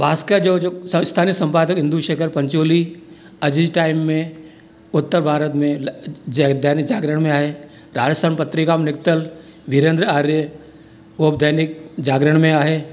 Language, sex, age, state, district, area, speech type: Sindhi, male, 60+, Rajasthan, Ajmer, urban, spontaneous